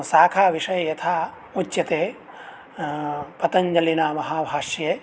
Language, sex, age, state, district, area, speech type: Sanskrit, male, 18-30, Bihar, Begusarai, rural, spontaneous